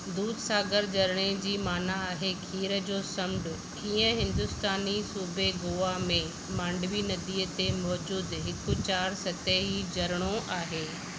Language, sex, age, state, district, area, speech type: Sindhi, female, 45-60, Maharashtra, Thane, urban, read